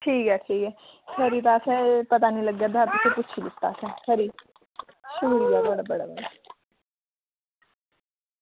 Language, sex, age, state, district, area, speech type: Dogri, female, 18-30, Jammu and Kashmir, Udhampur, rural, conversation